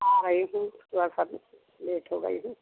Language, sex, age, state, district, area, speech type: Hindi, female, 60+, Uttar Pradesh, Jaunpur, urban, conversation